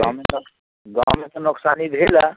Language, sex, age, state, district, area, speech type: Maithili, male, 45-60, Bihar, Muzaffarpur, urban, conversation